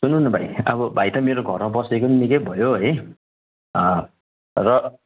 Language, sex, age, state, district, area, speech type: Nepali, male, 30-45, West Bengal, Kalimpong, rural, conversation